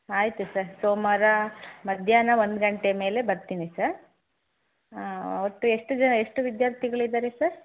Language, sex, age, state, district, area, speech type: Kannada, female, 18-30, Karnataka, Davanagere, rural, conversation